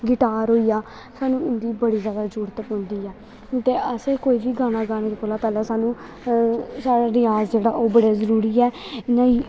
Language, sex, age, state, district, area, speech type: Dogri, female, 18-30, Jammu and Kashmir, Kathua, rural, spontaneous